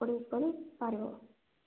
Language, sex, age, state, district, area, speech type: Odia, female, 18-30, Odisha, Koraput, urban, conversation